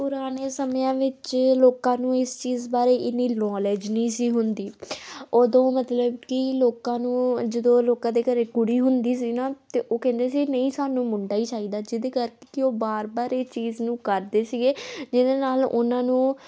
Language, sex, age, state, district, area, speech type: Punjabi, female, 18-30, Punjab, Tarn Taran, urban, spontaneous